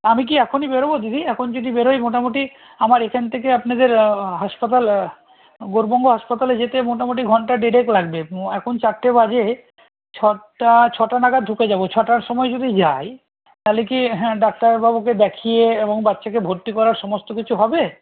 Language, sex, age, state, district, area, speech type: Bengali, male, 45-60, West Bengal, Malda, rural, conversation